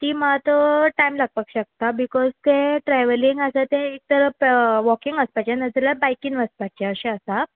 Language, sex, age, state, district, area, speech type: Goan Konkani, female, 30-45, Goa, Quepem, rural, conversation